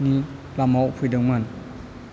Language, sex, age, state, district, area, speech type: Bodo, male, 18-30, Assam, Chirang, urban, spontaneous